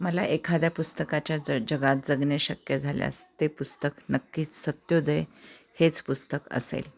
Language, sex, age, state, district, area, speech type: Marathi, female, 45-60, Maharashtra, Osmanabad, rural, spontaneous